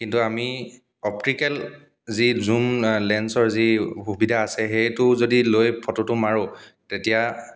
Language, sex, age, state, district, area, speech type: Assamese, male, 30-45, Assam, Dibrugarh, rural, spontaneous